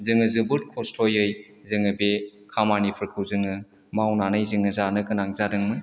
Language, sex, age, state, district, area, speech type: Bodo, male, 45-60, Assam, Chirang, urban, spontaneous